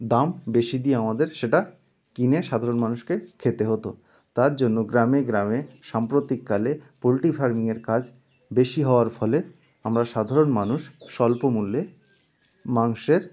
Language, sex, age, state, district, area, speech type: Bengali, male, 30-45, West Bengal, North 24 Parganas, rural, spontaneous